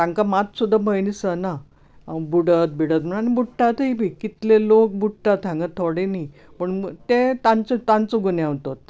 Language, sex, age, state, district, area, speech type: Goan Konkani, female, 60+, Goa, Bardez, urban, spontaneous